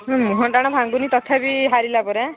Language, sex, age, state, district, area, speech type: Odia, female, 60+, Odisha, Jharsuguda, rural, conversation